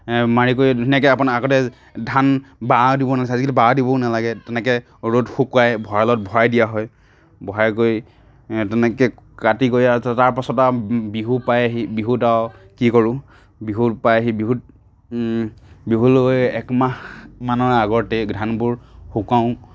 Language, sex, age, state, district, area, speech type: Assamese, male, 30-45, Assam, Nagaon, rural, spontaneous